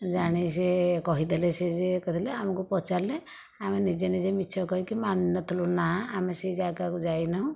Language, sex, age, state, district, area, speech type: Odia, female, 60+, Odisha, Jajpur, rural, spontaneous